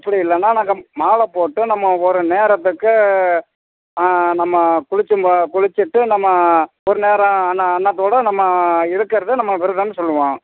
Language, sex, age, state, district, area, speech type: Tamil, male, 60+, Tamil Nadu, Pudukkottai, rural, conversation